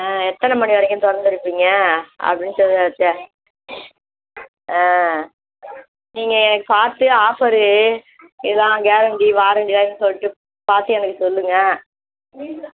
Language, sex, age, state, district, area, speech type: Tamil, female, 60+, Tamil Nadu, Virudhunagar, rural, conversation